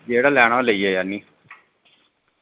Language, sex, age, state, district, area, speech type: Dogri, male, 45-60, Jammu and Kashmir, Reasi, rural, conversation